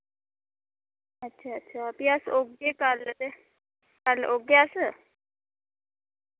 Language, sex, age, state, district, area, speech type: Dogri, female, 18-30, Jammu and Kashmir, Reasi, rural, conversation